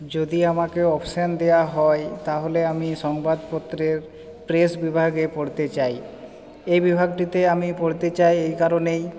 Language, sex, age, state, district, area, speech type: Bengali, male, 45-60, West Bengal, Jhargram, rural, spontaneous